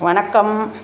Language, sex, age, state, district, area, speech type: Tamil, female, 60+, Tamil Nadu, Tiruchirappalli, rural, spontaneous